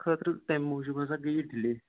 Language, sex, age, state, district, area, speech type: Kashmiri, male, 18-30, Jammu and Kashmir, Shopian, rural, conversation